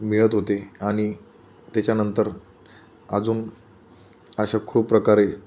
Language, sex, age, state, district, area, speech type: Marathi, male, 18-30, Maharashtra, Buldhana, rural, spontaneous